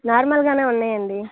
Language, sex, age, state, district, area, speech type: Telugu, female, 18-30, Andhra Pradesh, Guntur, urban, conversation